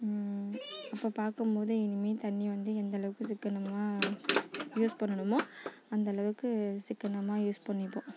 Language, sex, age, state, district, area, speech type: Tamil, female, 30-45, Tamil Nadu, Nagapattinam, rural, spontaneous